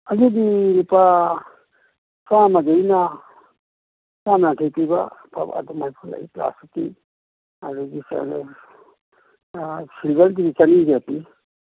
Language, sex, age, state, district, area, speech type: Manipuri, male, 60+, Manipur, Imphal East, urban, conversation